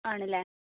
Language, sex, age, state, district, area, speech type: Malayalam, male, 30-45, Kerala, Wayanad, rural, conversation